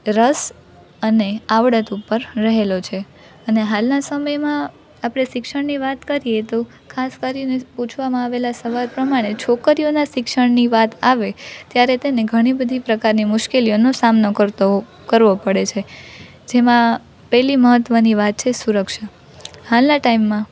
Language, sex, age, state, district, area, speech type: Gujarati, female, 18-30, Gujarat, Rajkot, urban, spontaneous